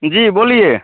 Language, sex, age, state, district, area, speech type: Hindi, male, 30-45, Bihar, Begusarai, urban, conversation